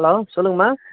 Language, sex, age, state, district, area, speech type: Tamil, male, 30-45, Tamil Nadu, Tiruvannamalai, rural, conversation